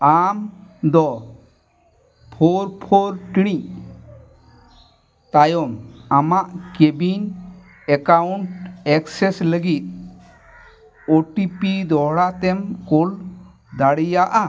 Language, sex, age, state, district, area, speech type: Santali, male, 60+, West Bengal, Dakshin Dinajpur, rural, read